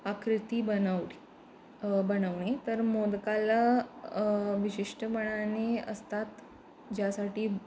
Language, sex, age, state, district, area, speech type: Marathi, female, 18-30, Maharashtra, Pune, urban, spontaneous